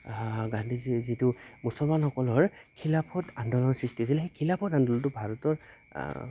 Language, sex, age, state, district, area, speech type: Assamese, male, 18-30, Assam, Goalpara, rural, spontaneous